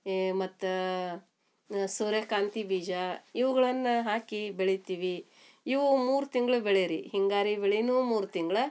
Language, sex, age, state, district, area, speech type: Kannada, female, 45-60, Karnataka, Gadag, rural, spontaneous